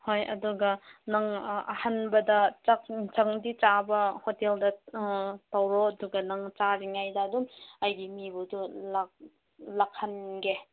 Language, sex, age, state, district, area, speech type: Manipuri, female, 30-45, Manipur, Senapati, urban, conversation